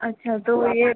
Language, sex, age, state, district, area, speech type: Hindi, female, 30-45, Madhya Pradesh, Harda, urban, conversation